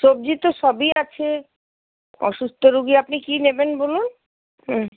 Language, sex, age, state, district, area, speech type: Bengali, female, 60+, West Bengal, Paschim Bardhaman, urban, conversation